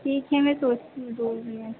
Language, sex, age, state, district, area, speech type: Hindi, female, 18-30, Madhya Pradesh, Harda, urban, conversation